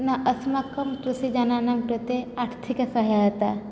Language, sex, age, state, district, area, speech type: Sanskrit, female, 18-30, Odisha, Cuttack, rural, spontaneous